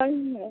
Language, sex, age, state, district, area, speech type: Tamil, female, 18-30, Tamil Nadu, Cuddalore, rural, conversation